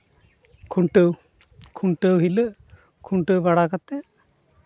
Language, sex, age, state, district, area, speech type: Santali, male, 18-30, West Bengal, Purba Bardhaman, rural, spontaneous